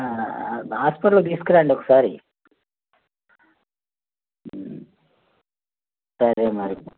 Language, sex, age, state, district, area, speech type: Telugu, male, 45-60, Telangana, Bhadradri Kothagudem, urban, conversation